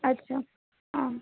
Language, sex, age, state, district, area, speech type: Marathi, female, 18-30, Maharashtra, Nagpur, urban, conversation